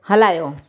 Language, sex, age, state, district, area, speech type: Sindhi, female, 30-45, Gujarat, Surat, urban, read